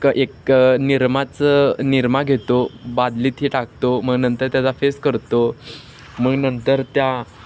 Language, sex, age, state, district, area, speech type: Marathi, male, 18-30, Maharashtra, Sangli, rural, spontaneous